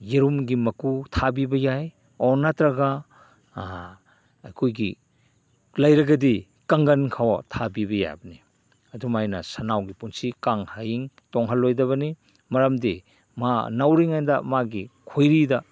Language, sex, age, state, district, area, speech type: Manipuri, male, 60+, Manipur, Chandel, rural, spontaneous